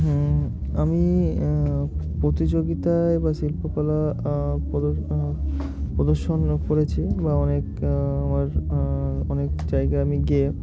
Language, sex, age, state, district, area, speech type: Bengali, male, 18-30, West Bengal, Murshidabad, urban, spontaneous